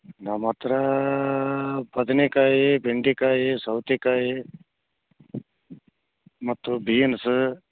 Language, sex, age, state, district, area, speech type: Kannada, male, 45-60, Karnataka, Bagalkot, rural, conversation